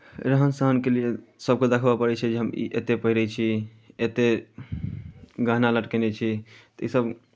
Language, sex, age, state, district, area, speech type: Maithili, male, 18-30, Bihar, Darbhanga, rural, spontaneous